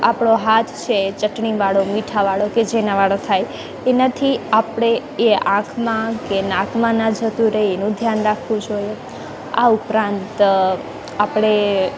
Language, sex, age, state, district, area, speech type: Gujarati, female, 18-30, Gujarat, Junagadh, urban, spontaneous